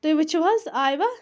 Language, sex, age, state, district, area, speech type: Kashmiri, female, 18-30, Jammu and Kashmir, Shopian, rural, spontaneous